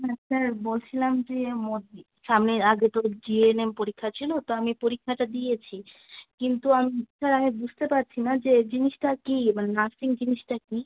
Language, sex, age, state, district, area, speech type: Bengali, female, 18-30, West Bengal, Malda, rural, conversation